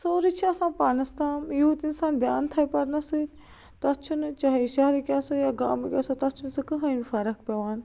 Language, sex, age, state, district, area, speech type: Kashmiri, female, 45-60, Jammu and Kashmir, Baramulla, rural, spontaneous